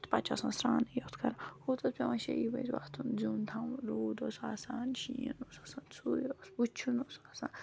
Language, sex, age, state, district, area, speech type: Kashmiri, female, 45-60, Jammu and Kashmir, Ganderbal, rural, spontaneous